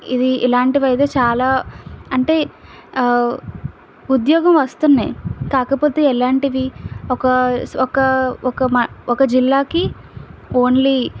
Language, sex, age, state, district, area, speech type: Telugu, female, 18-30, Andhra Pradesh, Visakhapatnam, rural, spontaneous